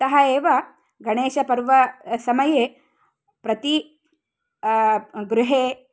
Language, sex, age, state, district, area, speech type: Sanskrit, female, 30-45, Karnataka, Uttara Kannada, urban, spontaneous